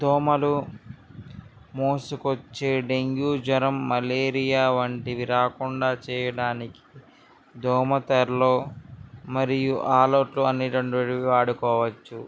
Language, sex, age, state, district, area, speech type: Telugu, male, 18-30, Andhra Pradesh, Srikakulam, urban, spontaneous